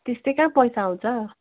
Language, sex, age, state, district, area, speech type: Nepali, female, 30-45, West Bengal, Darjeeling, rural, conversation